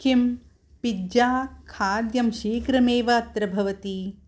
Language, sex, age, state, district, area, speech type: Sanskrit, female, 60+, Karnataka, Mysore, urban, read